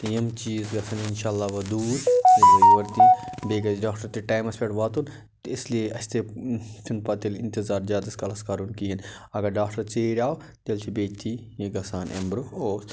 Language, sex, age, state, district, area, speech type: Kashmiri, male, 60+, Jammu and Kashmir, Baramulla, rural, spontaneous